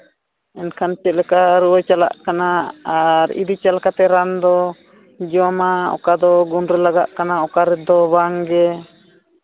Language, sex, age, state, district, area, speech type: Santali, female, 60+, Odisha, Mayurbhanj, rural, conversation